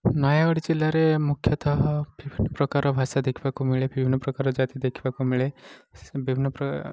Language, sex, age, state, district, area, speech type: Odia, male, 18-30, Odisha, Nayagarh, rural, spontaneous